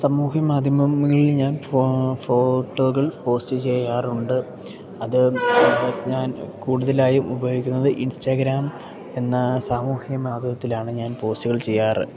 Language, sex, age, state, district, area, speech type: Malayalam, male, 18-30, Kerala, Idukki, rural, spontaneous